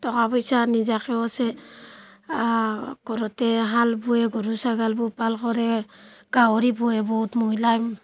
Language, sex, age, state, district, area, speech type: Assamese, female, 30-45, Assam, Barpeta, rural, spontaneous